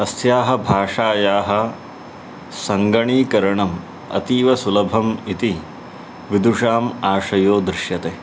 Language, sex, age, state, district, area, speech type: Sanskrit, male, 30-45, Karnataka, Uttara Kannada, urban, spontaneous